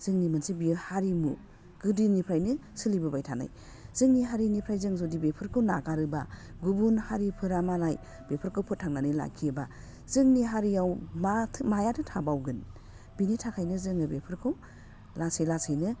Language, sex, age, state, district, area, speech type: Bodo, female, 45-60, Assam, Udalguri, urban, spontaneous